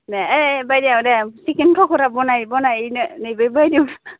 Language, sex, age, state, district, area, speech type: Bodo, female, 30-45, Assam, Udalguri, rural, conversation